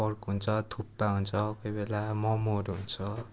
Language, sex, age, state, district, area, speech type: Nepali, male, 18-30, West Bengal, Darjeeling, rural, spontaneous